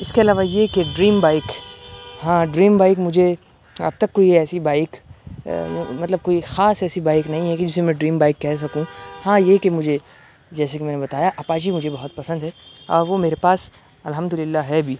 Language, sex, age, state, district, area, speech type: Urdu, male, 30-45, Uttar Pradesh, Aligarh, rural, spontaneous